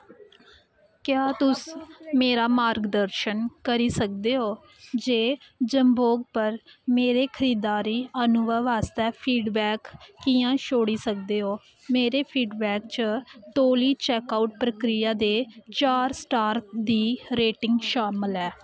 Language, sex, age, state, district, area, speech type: Dogri, female, 18-30, Jammu and Kashmir, Kathua, rural, read